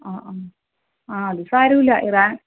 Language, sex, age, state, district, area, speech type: Malayalam, female, 30-45, Kerala, Kannur, rural, conversation